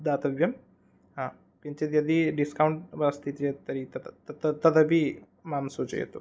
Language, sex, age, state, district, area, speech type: Sanskrit, male, 18-30, Odisha, Puri, rural, spontaneous